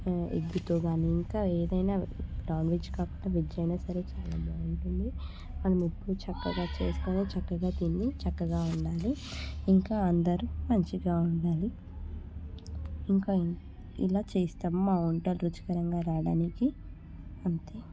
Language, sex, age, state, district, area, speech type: Telugu, female, 18-30, Telangana, Hyderabad, urban, spontaneous